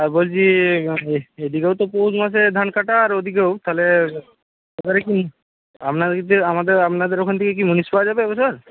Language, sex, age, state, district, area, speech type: Bengali, male, 60+, West Bengal, Purba Medinipur, rural, conversation